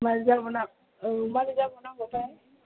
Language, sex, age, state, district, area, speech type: Bodo, female, 18-30, Assam, Chirang, rural, conversation